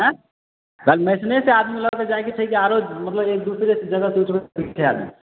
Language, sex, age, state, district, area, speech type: Maithili, male, 18-30, Bihar, Samastipur, urban, conversation